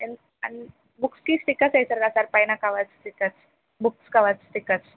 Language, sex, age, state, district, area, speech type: Telugu, female, 18-30, Telangana, Mahbubnagar, urban, conversation